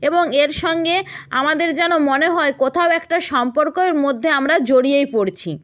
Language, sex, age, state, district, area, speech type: Bengali, female, 45-60, West Bengal, Purba Medinipur, rural, spontaneous